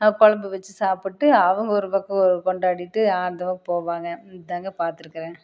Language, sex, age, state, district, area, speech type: Tamil, female, 30-45, Tamil Nadu, Tiruppur, rural, spontaneous